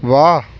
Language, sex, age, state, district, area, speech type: Punjabi, male, 18-30, Punjab, Shaheed Bhagat Singh Nagar, rural, read